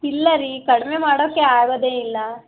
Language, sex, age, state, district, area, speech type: Kannada, female, 18-30, Karnataka, Chitradurga, rural, conversation